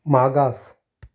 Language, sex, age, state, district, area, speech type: Goan Konkani, male, 45-60, Goa, Canacona, rural, read